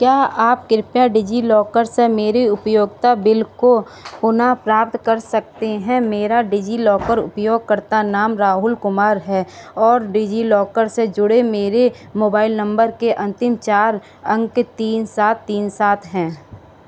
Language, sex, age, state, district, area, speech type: Hindi, female, 45-60, Uttar Pradesh, Sitapur, rural, read